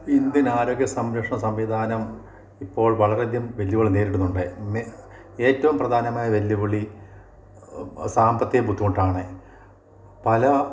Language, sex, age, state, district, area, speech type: Malayalam, male, 60+, Kerala, Kottayam, rural, spontaneous